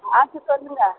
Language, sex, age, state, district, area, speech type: Tamil, female, 60+, Tamil Nadu, Vellore, urban, conversation